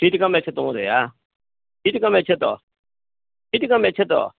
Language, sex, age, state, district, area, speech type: Sanskrit, male, 45-60, Karnataka, Shimoga, urban, conversation